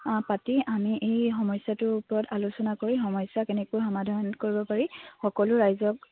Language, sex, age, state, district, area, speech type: Assamese, female, 18-30, Assam, Dibrugarh, rural, conversation